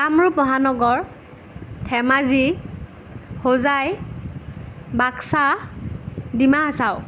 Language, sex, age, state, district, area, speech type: Assamese, female, 18-30, Assam, Nalbari, rural, spontaneous